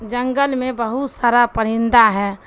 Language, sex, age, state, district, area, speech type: Urdu, female, 60+, Bihar, Darbhanga, rural, spontaneous